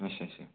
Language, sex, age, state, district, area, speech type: Punjabi, male, 18-30, Punjab, Firozpur, rural, conversation